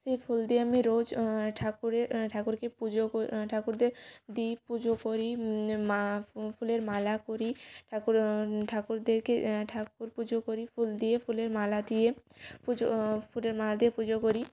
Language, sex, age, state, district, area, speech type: Bengali, female, 18-30, West Bengal, Jalpaiguri, rural, spontaneous